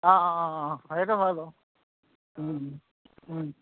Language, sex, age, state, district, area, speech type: Assamese, male, 30-45, Assam, Dhemaji, rural, conversation